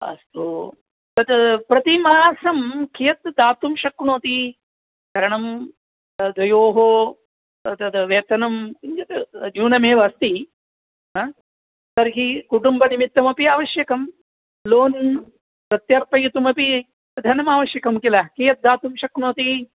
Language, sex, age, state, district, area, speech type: Sanskrit, male, 60+, Tamil Nadu, Mayiladuthurai, urban, conversation